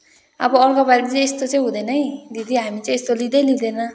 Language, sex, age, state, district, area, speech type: Nepali, female, 18-30, West Bengal, Kalimpong, rural, spontaneous